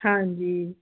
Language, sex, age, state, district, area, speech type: Punjabi, female, 45-60, Punjab, Muktsar, urban, conversation